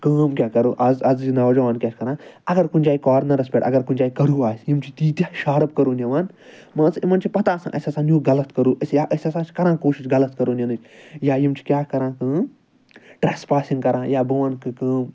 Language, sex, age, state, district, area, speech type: Kashmiri, male, 30-45, Jammu and Kashmir, Ganderbal, urban, spontaneous